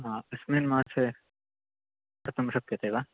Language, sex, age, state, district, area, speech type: Sanskrit, male, 18-30, Karnataka, Shimoga, rural, conversation